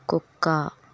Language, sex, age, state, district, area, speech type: Telugu, female, 18-30, Andhra Pradesh, N T Rama Rao, rural, read